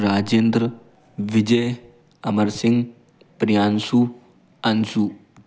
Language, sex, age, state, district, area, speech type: Hindi, male, 18-30, Madhya Pradesh, Bhopal, urban, spontaneous